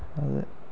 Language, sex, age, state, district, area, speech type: Dogri, male, 30-45, Jammu and Kashmir, Reasi, rural, spontaneous